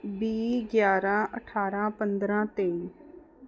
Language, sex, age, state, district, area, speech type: Punjabi, female, 30-45, Punjab, Mohali, urban, spontaneous